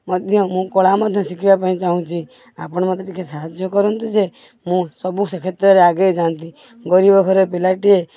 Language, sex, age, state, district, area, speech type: Odia, female, 45-60, Odisha, Balasore, rural, spontaneous